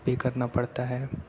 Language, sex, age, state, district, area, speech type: Urdu, male, 18-30, Uttar Pradesh, Aligarh, urban, spontaneous